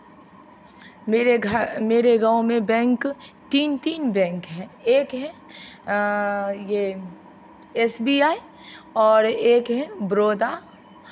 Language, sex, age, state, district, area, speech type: Hindi, female, 45-60, Bihar, Begusarai, rural, spontaneous